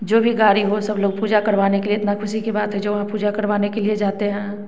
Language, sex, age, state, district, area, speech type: Hindi, female, 30-45, Bihar, Samastipur, urban, spontaneous